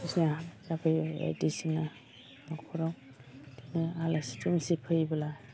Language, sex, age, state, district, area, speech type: Bodo, female, 45-60, Assam, Chirang, rural, spontaneous